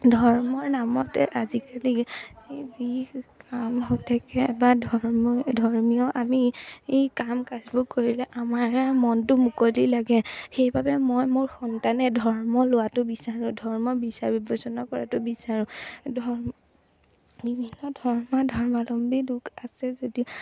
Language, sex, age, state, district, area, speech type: Assamese, female, 18-30, Assam, Majuli, urban, spontaneous